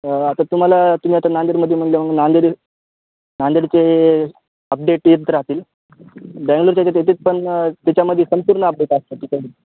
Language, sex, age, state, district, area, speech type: Marathi, male, 18-30, Maharashtra, Nanded, rural, conversation